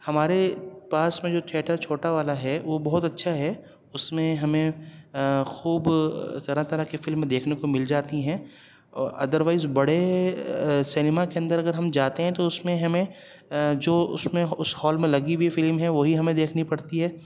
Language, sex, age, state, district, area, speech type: Urdu, female, 30-45, Delhi, Central Delhi, urban, spontaneous